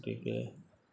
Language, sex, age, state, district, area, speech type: Assamese, male, 30-45, Assam, Goalpara, urban, spontaneous